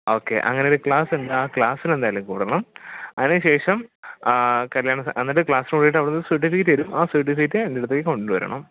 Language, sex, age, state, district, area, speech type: Malayalam, male, 18-30, Kerala, Pathanamthitta, rural, conversation